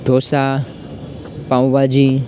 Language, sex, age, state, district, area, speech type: Gujarati, male, 18-30, Gujarat, Amreli, rural, spontaneous